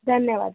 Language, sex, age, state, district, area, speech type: Marathi, female, 18-30, Maharashtra, Thane, urban, conversation